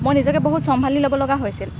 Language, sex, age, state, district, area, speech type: Assamese, female, 45-60, Assam, Morigaon, rural, spontaneous